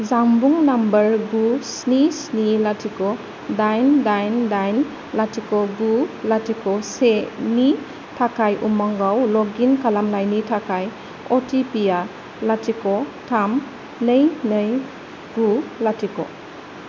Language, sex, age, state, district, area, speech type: Bodo, female, 30-45, Assam, Kokrajhar, rural, read